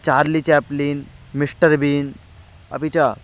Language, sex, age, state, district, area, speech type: Sanskrit, male, 18-30, Delhi, Central Delhi, urban, spontaneous